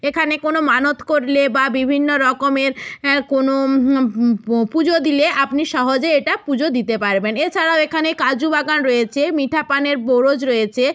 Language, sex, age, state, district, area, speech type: Bengali, female, 45-60, West Bengal, Purba Medinipur, rural, spontaneous